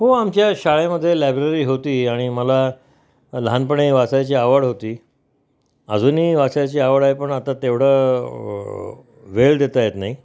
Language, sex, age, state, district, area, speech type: Marathi, male, 60+, Maharashtra, Mumbai Suburban, urban, spontaneous